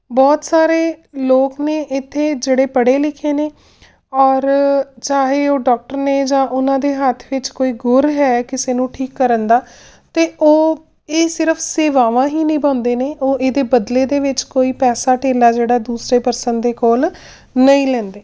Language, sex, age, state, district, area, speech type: Punjabi, female, 45-60, Punjab, Tarn Taran, urban, spontaneous